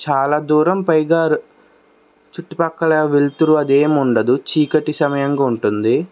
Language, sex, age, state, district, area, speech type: Telugu, male, 18-30, Andhra Pradesh, Krishna, urban, spontaneous